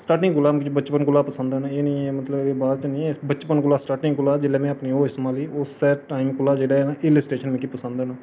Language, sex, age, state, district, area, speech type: Dogri, male, 30-45, Jammu and Kashmir, Reasi, urban, spontaneous